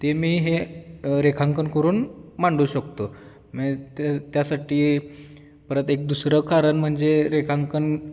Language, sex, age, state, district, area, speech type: Marathi, male, 18-30, Maharashtra, Osmanabad, rural, spontaneous